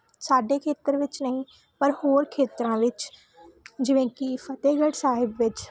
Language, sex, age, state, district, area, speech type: Punjabi, female, 18-30, Punjab, Muktsar, rural, spontaneous